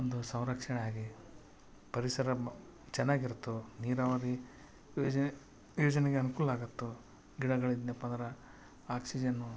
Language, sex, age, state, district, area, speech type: Kannada, male, 45-60, Karnataka, Koppal, urban, spontaneous